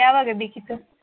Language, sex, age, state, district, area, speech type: Kannada, female, 18-30, Karnataka, Udupi, rural, conversation